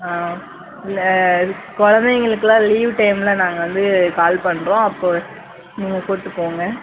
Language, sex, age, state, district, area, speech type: Tamil, female, 30-45, Tamil Nadu, Dharmapuri, rural, conversation